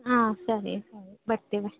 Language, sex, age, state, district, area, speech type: Kannada, female, 18-30, Karnataka, Davanagere, rural, conversation